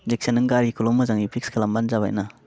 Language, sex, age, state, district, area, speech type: Bodo, male, 18-30, Assam, Baksa, rural, spontaneous